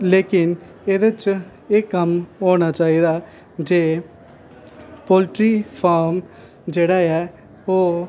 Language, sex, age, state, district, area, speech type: Dogri, male, 18-30, Jammu and Kashmir, Kathua, rural, spontaneous